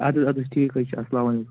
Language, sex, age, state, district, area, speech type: Kashmiri, male, 18-30, Jammu and Kashmir, Anantnag, rural, conversation